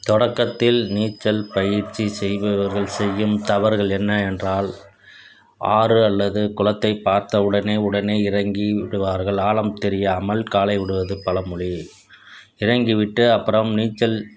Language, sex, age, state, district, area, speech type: Tamil, male, 60+, Tamil Nadu, Tiruchirappalli, rural, spontaneous